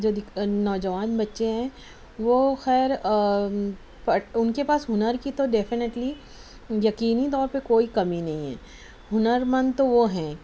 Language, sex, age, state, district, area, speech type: Urdu, female, 45-60, Maharashtra, Nashik, urban, spontaneous